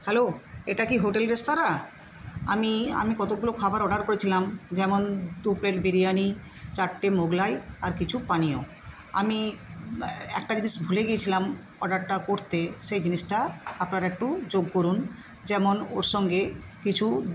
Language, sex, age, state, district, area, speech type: Bengali, female, 60+, West Bengal, Jhargram, rural, spontaneous